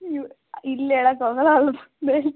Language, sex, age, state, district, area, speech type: Kannada, female, 60+, Karnataka, Tumkur, rural, conversation